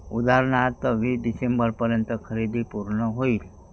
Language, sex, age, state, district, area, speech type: Marathi, male, 60+, Maharashtra, Wardha, rural, read